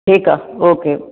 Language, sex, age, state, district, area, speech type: Sindhi, female, 60+, Maharashtra, Thane, urban, conversation